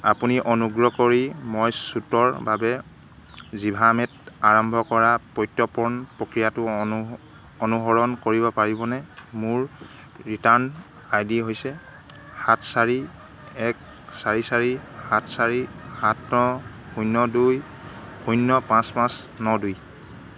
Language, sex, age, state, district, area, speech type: Assamese, male, 30-45, Assam, Golaghat, rural, read